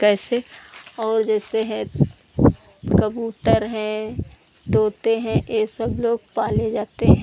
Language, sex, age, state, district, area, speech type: Hindi, female, 45-60, Uttar Pradesh, Lucknow, rural, spontaneous